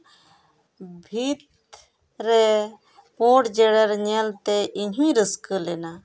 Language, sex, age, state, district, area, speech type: Santali, female, 30-45, West Bengal, Jhargram, rural, spontaneous